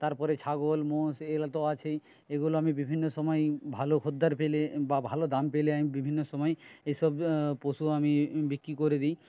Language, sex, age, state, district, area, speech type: Bengali, male, 60+, West Bengal, Jhargram, rural, spontaneous